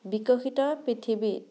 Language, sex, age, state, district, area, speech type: Assamese, female, 18-30, Assam, Morigaon, rural, spontaneous